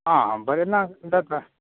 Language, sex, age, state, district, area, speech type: Goan Konkani, male, 45-60, Goa, Canacona, rural, conversation